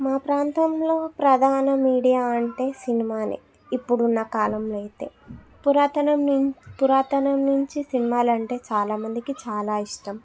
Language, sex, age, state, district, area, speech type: Telugu, female, 18-30, Telangana, Suryapet, urban, spontaneous